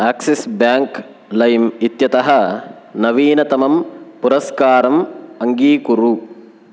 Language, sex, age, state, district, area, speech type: Sanskrit, male, 18-30, Kerala, Kasaragod, rural, read